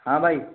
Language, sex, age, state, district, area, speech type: Urdu, male, 18-30, Uttar Pradesh, Balrampur, rural, conversation